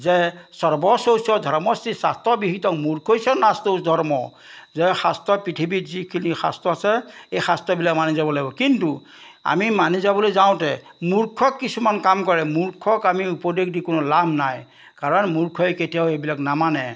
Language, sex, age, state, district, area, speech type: Assamese, male, 60+, Assam, Majuli, urban, spontaneous